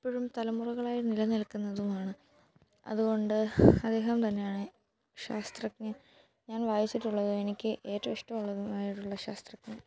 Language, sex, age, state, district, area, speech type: Malayalam, female, 18-30, Kerala, Kottayam, rural, spontaneous